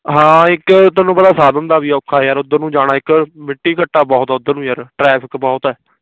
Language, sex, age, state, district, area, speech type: Punjabi, male, 18-30, Punjab, Fatehgarh Sahib, rural, conversation